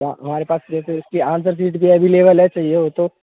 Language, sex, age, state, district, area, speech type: Hindi, male, 18-30, Rajasthan, Bharatpur, urban, conversation